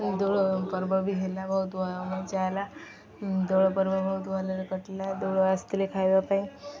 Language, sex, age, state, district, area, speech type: Odia, female, 18-30, Odisha, Jagatsinghpur, rural, spontaneous